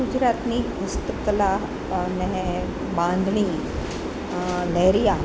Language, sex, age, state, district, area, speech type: Gujarati, female, 60+, Gujarat, Rajkot, urban, spontaneous